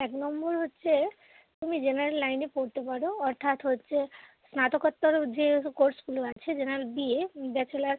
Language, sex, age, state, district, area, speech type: Bengali, female, 30-45, West Bengal, Hooghly, urban, conversation